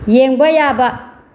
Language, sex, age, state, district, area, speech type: Manipuri, female, 30-45, Manipur, Bishnupur, rural, read